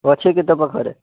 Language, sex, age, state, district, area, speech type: Odia, male, 18-30, Odisha, Boudh, rural, conversation